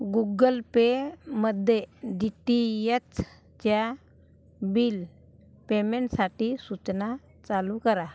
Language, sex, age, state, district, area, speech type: Marathi, female, 45-60, Maharashtra, Gondia, rural, read